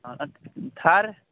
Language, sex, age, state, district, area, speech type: Odia, male, 18-30, Odisha, Jagatsinghpur, urban, conversation